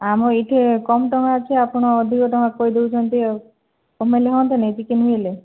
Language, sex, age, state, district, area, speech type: Odia, female, 60+, Odisha, Kandhamal, rural, conversation